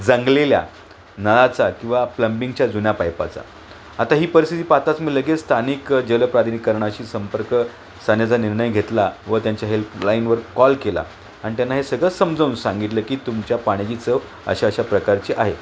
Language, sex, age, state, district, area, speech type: Marathi, male, 45-60, Maharashtra, Thane, rural, spontaneous